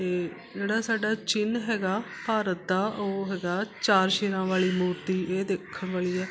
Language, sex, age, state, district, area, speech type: Punjabi, female, 30-45, Punjab, Shaheed Bhagat Singh Nagar, urban, spontaneous